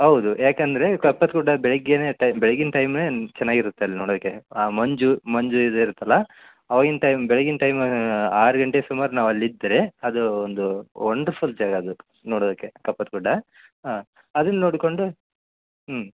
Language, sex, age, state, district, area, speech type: Kannada, male, 30-45, Karnataka, Koppal, rural, conversation